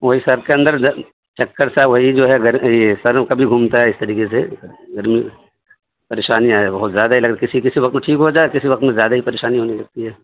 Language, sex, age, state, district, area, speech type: Urdu, male, 30-45, Delhi, Central Delhi, urban, conversation